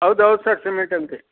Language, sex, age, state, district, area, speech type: Kannada, male, 60+, Karnataka, Kodagu, rural, conversation